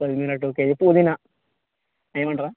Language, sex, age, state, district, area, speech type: Telugu, male, 18-30, Telangana, Mancherial, rural, conversation